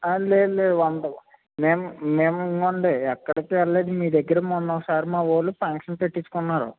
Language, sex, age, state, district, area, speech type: Telugu, male, 60+, Andhra Pradesh, East Godavari, rural, conversation